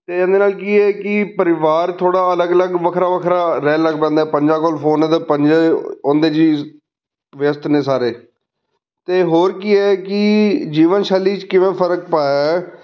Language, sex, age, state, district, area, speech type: Punjabi, male, 30-45, Punjab, Fazilka, rural, spontaneous